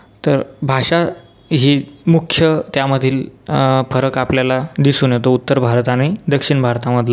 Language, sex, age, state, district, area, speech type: Marathi, male, 18-30, Maharashtra, Buldhana, rural, spontaneous